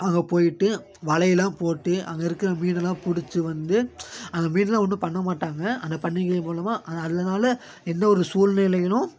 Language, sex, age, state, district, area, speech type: Tamil, male, 18-30, Tamil Nadu, Namakkal, rural, spontaneous